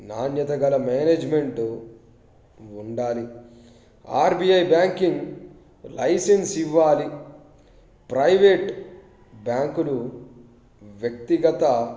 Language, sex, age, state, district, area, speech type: Telugu, male, 18-30, Telangana, Hanamkonda, urban, spontaneous